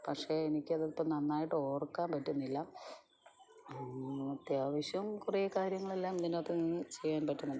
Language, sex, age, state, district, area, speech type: Malayalam, female, 45-60, Kerala, Alappuzha, rural, spontaneous